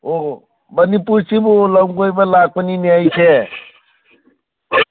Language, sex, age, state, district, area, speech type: Manipuri, male, 45-60, Manipur, Churachandpur, urban, conversation